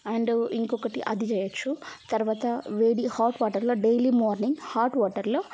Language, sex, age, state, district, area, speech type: Telugu, female, 18-30, Telangana, Mancherial, rural, spontaneous